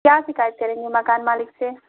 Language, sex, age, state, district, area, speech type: Hindi, female, 30-45, Uttar Pradesh, Jaunpur, rural, conversation